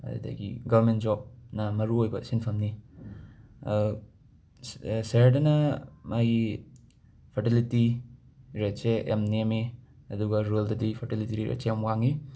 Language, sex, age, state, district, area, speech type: Manipuri, male, 45-60, Manipur, Imphal West, urban, spontaneous